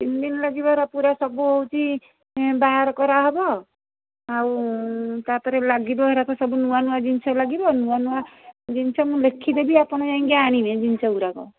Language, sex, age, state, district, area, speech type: Odia, female, 30-45, Odisha, Cuttack, urban, conversation